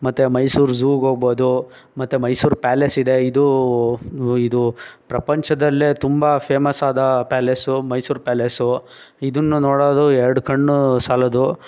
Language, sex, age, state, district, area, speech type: Kannada, male, 18-30, Karnataka, Tumkur, urban, spontaneous